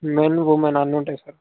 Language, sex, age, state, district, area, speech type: Telugu, male, 18-30, Telangana, Sangareddy, urban, conversation